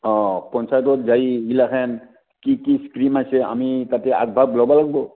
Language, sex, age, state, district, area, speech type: Assamese, male, 60+, Assam, Barpeta, rural, conversation